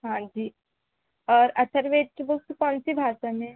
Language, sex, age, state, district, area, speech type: Hindi, female, 18-30, Madhya Pradesh, Balaghat, rural, conversation